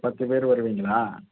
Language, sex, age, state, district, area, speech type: Tamil, male, 30-45, Tamil Nadu, Tiruvarur, rural, conversation